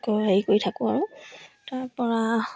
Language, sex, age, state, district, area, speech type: Assamese, female, 18-30, Assam, Sivasagar, rural, spontaneous